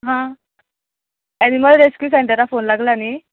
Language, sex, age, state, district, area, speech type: Goan Konkani, female, 18-30, Goa, Canacona, rural, conversation